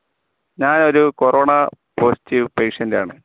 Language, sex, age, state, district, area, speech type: Malayalam, female, 18-30, Kerala, Wayanad, rural, conversation